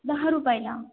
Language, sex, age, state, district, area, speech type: Marathi, female, 18-30, Maharashtra, Ahmednagar, rural, conversation